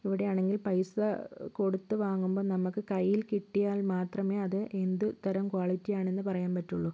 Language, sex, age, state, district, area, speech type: Malayalam, female, 18-30, Kerala, Kozhikode, urban, spontaneous